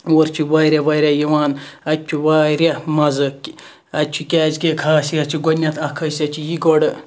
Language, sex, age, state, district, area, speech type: Kashmiri, male, 18-30, Jammu and Kashmir, Ganderbal, rural, spontaneous